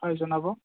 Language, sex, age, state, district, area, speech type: Assamese, male, 30-45, Assam, Kamrup Metropolitan, urban, conversation